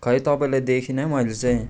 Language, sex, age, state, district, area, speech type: Nepali, male, 18-30, West Bengal, Darjeeling, rural, spontaneous